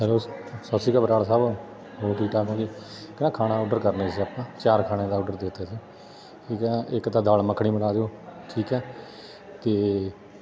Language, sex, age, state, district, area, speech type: Punjabi, male, 30-45, Punjab, Bathinda, rural, spontaneous